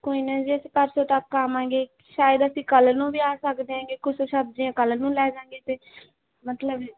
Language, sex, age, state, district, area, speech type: Punjabi, female, 18-30, Punjab, Barnala, rural, conversation